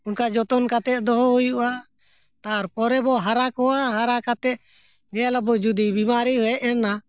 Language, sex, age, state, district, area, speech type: Santali, male, 60+, Jharkhand, Bokaro, rural, spontaneous